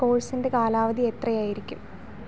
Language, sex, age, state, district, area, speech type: Malayalam, female, 30-45, Kerala, Idukki, rural, read